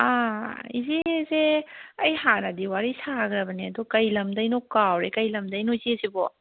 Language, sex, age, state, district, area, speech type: Manipuri, female, 30-45, Manipur, Kangpokpi, urban, conversation